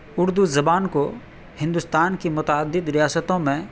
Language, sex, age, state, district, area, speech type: Urdu, male, 30-45, Bihar, Araria, urban, spontaneous